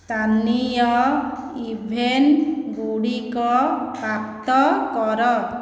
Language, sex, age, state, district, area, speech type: Odia, female, 30-45, Odisha, Khordha, rural, read